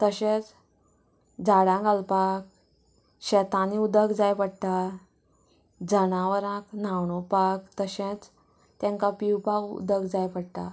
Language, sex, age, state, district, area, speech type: Goan Konkani, female, 30-45, Goa, Canacona, rural, spontaneous